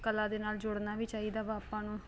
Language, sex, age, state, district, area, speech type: Punjabi, female, 30-45, Punjab, Ludhiana, urban, spontaneous